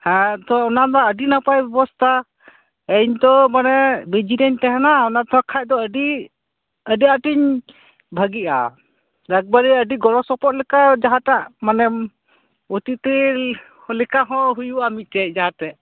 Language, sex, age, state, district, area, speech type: Santali, male, 30-45, West Bengal, Purba Bardhaman, rural, conversation